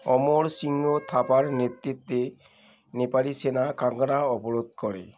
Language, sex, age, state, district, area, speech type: Bengali, male, 45-60, West Bengal, North 24 Parganas, urban, read